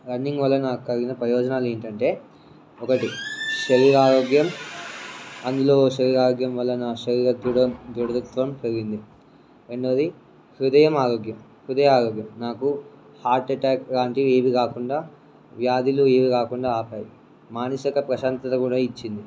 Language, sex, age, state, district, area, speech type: Telugu, male, 18-30, Telangana, Warangal, rural, spontaneous